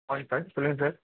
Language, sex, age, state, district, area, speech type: Tamil, male, 18-30, Tamil Nadu, Perambalur, rural, conversation